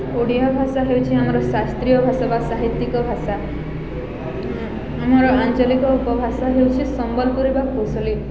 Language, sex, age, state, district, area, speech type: Odia, female, 18-30, Odisha, Balangir, urban, spontaneous